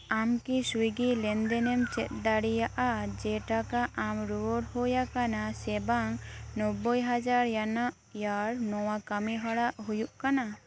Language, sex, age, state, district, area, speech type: Santali, female, 18-30, West Bengal, Birbhum, rural, read